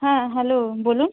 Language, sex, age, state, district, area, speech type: Bengali, female, 18-30, West Bengal, Jalpaiguri, rural, conversation